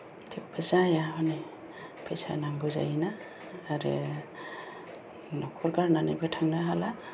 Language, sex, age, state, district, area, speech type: Bodo, female, 45-60, Assam, Kokrajhar, urban, spontaneous